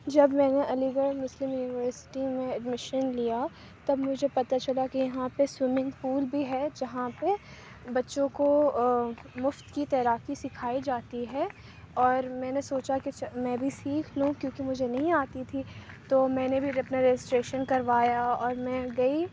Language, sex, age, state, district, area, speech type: Urdu, female, 45-60, Uttar Pradesh, Aligarh, urban, spontaneous